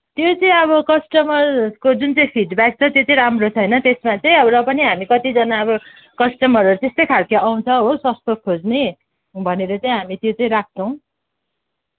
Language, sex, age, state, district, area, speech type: Nepali, female, 30-45, West Bengal, Kalimpong, rural, conversation